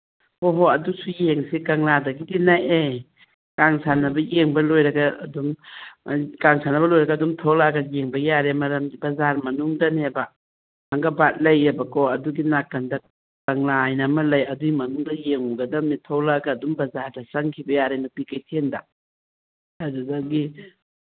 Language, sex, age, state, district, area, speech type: Manipuri, female, 60+, Manipur, Churachandpur, urban, conversation